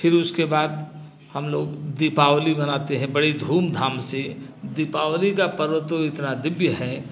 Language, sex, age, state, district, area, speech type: Hindi, male, 60+, Uttar Pradesh, Bhadohi, urban, spontaneous